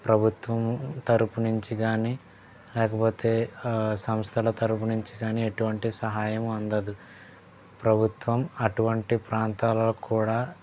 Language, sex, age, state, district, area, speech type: Telugu, male, 18-30, Andhra Pradesh, East Godavari, rural, spontaneous